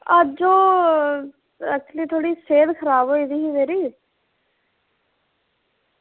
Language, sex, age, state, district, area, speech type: Dogri, female, 45-60, Jammu and Kashmir, Reasi, urban, conversation